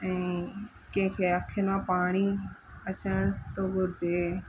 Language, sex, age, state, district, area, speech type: Sindhi, female, 30-45, Rajasthan, Ajmer, urban, spontaneous